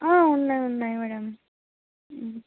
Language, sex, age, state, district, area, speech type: Telugu, female, 30-45, Andhra Pradesh, Kurnool, rural, conversation